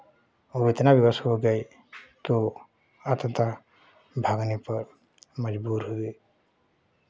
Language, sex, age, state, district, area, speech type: Hindi, male, 30-45, Uttar Pradesh, Chandauli, rural, spontaneous